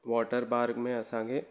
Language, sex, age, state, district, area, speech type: Sindhi, male, 18-30, Gujarat, Surat, urban, spontaneous